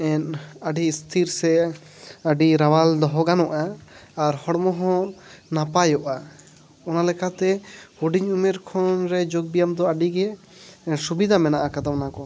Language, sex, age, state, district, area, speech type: Santali, male, 18-30, West Bengal, Jhargram, rural, spontaneous